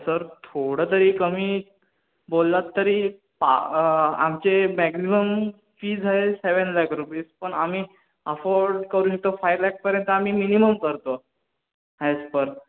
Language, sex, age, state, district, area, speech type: Marathi, male, 18-30, Maharashtra, Ratnagiri, urban, conversation